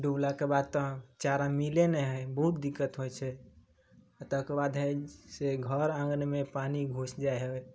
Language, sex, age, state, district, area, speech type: Maithili, male, 18-30, Bihar, Samastipur, urban, spontaneous